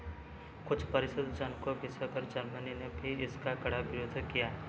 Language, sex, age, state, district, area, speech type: Hindi, male, 18-30, Madhya Pradesh, Seoni, urban, read